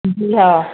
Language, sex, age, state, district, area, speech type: Urdu, female, 60+, Telangana, Hyderabad, urban, conversation